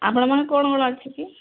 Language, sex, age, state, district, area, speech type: Odia, female, 30-45, Odisha, Sundergarh, urban, conversation